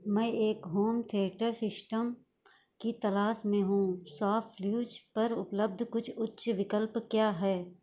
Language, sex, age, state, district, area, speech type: Hindi, female, 45-60, Uttar Pradesh, Sitapur, rural, read